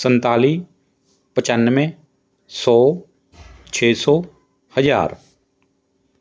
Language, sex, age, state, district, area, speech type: Punjabi, male, 45-60, Punjab, Fatehgarh Sahib, rural, spontaneous